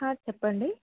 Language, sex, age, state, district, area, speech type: Telugu, female, 18-30, Telangana, Hanamkonda, rural, conversation